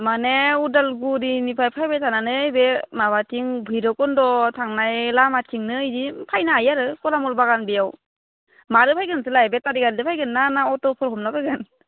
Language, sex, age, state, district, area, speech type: Bodo, female, 18-30, Assam, Udalguri, urban, conversation